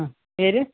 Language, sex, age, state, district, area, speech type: Malayalam, female, 60+, Kerala, Kasaragod, urban, conversation